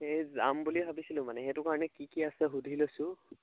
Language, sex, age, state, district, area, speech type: Assamese, male, 18-30, Assam, Charaideo, rural, conversation